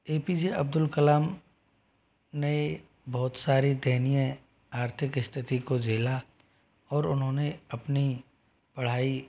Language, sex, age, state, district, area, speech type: Hindi, male, 45-60, Rajasthan, Jodhpur, rural, spontaneous